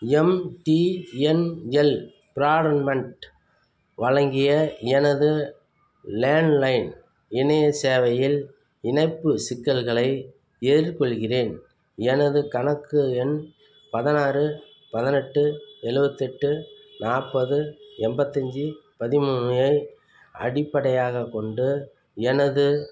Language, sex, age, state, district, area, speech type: Tamil, male, 60+, Tamil Nadu, Perambalur, urban, read